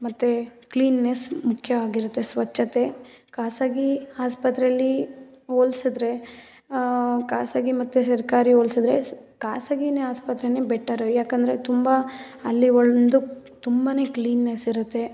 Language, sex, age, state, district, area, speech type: Kannada, female, 18-30, Karnataka, Mysore, rural, spontaneous